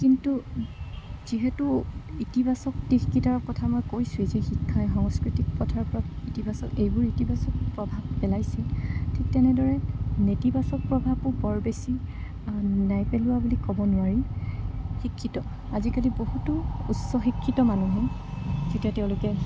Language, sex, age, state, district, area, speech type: Assamese, female, 30-45, Assam, Morigaon, rural, spontaneous